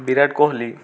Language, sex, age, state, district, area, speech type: Odia, male, 18-30, Odisha, Kendujhar, urban, spontaneous